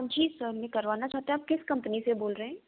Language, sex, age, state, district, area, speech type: Hindi, female, 18-30, Madhya Pradesh, Ujjain, urban, conversation